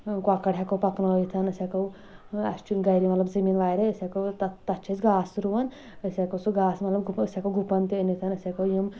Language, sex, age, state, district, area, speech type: Kashmiri, female, 18-30, Jammu and Kashmir, Kulgam, rural, spontaneous